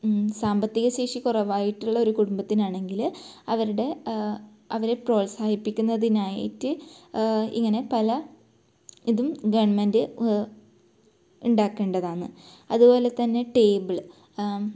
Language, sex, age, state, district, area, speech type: Malayalam, female, 18-30, Kerala, Kasaragod, rural, spontaneous